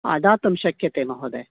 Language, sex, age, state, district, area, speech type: Sanskrit, female, 45-60, Karnataka, Dakshina Kannada, urban, conversation